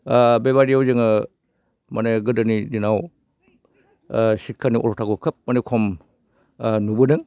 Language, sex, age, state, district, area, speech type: Bodo, male, 60+, Assam, Baksa, rural, spontaneous